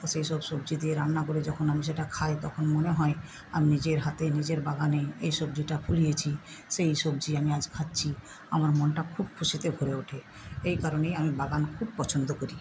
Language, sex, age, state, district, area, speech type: Bengali, female, 60+, West Bengal, Jhargram, rural, spontaneous